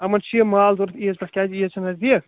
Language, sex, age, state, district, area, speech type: Kashmiri, male, 18-30, Jammu and Kashmir, Baramulla, urban, conversation